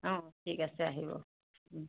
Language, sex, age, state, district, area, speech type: Assamese, female, 30-45, Assam, Jorhat, urban, conversation